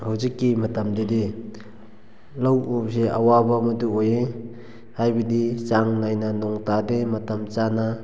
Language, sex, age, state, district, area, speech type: Manipuri, male, 18-30, Manipur, Kakching, rural, spontaneous